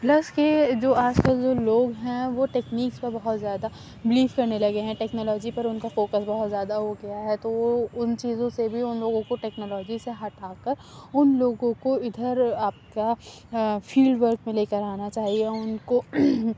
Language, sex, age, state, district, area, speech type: Urdu, female, 30-45, Uttar Pradesh, Aligarh, rural, spontaneous